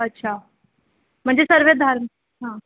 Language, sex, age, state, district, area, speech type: Marathi, female, 18-30, Maharashtra, Mumbai Suburban, urban, conversation